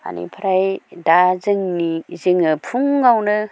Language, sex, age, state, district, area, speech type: Bodo, female, 45-60, Assam, Baksa, rural, spontaneous